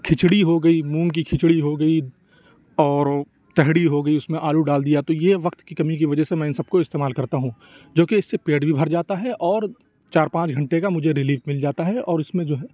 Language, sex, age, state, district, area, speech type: Urdu, male, 45-60, Uttar Pradesh, Lucknow, urban, spontaneous